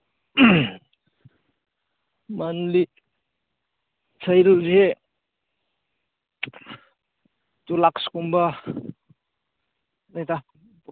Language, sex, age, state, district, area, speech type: Manipuri, male, 30-45, Manipur, Ukhrul, urban, conversation